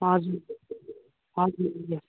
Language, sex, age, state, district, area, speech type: Nepali, female, 30-45, West Bengal, Darjeeling, rural, conversation